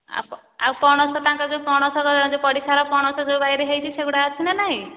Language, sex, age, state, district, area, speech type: Odia, female, 30-45, Odisha, Nayagarh, rural, conversation